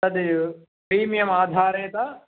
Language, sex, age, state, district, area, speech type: Sanskrit, male, 60+, Telangana, Karimnagar, urban, conversation